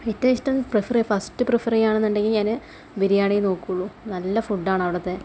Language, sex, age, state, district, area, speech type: Malayalam, female, 60+, Kerala, Palakkad, rural, spontaneous